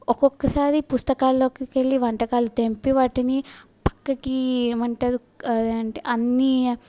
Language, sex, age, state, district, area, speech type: Telugu, female, 18-30, Telangana, Yadadri Bhuvanagiri, urban, spontaneous